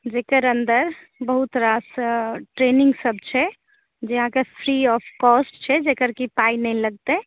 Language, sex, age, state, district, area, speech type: Maithili, female, 30-45, Bihar, Madhubani, rural, conversation